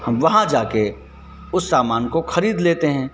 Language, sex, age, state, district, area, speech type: Hindi, male, 30-45, Uttar Pradesh, Hardoi, rural, spontaneous